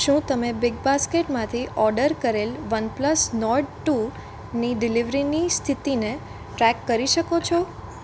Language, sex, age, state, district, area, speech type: Gujarati, female, 18-30, Gujarat, Surat, urban, read